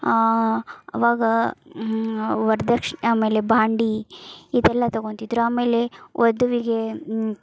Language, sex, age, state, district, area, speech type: Kannada, female, 30-45, Karnataka, Gadag, rural, spontaneous